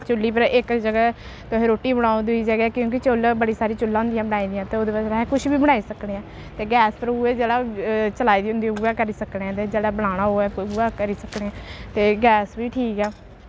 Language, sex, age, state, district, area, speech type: Dogri, female, 18-30, Jammu and Kashmir, Samba, rural, spontaneous